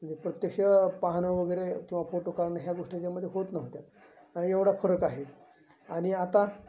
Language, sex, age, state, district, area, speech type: Marathi, male, 60+, Maharashtra, Osmanabad, rural, spontaneous